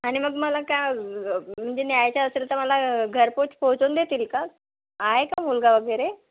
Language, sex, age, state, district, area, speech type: Marathi, female, 60+, Maharashtra, Nagpur, urban, conversation